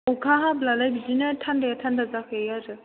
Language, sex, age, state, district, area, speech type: Bodo, female, 18-30, Assam, Chirang, urban, conversation